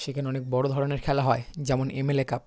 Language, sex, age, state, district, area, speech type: Bengali, male, 18-30, West Bengal, South 24 Parganas, rural, spontaneous